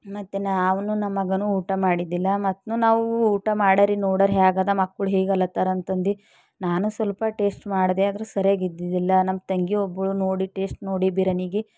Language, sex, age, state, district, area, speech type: Kannada, female, 45-60, Karnataka, Bidar, rural, spontaneous